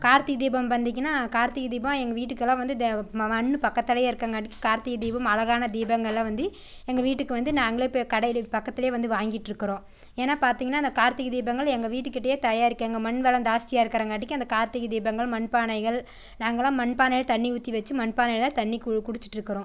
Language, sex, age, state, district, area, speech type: Tamil, female, 18-30, Tamil Nadu, Coimbatore, rural, spontaneous